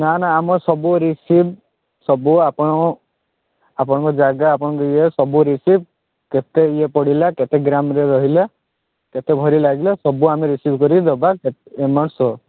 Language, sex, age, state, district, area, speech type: Odia, male, 30-45, Odisha, Balasore, rural, conversation